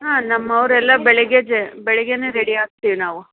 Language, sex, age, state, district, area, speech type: Kannada, female, 45-60, Karnataka, Dharwad, urban, conversation